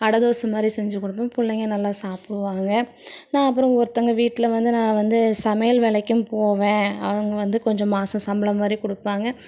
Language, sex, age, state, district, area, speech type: Tamil, female, 30-45, Tamil Nadu, Thoothukudi, urban, spontaneous